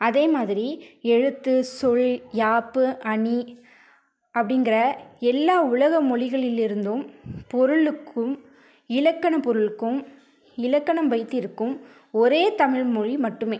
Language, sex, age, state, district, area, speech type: Tamil, female, 30-45, Tamil Nadu, Ariyalur, rural, spontaneous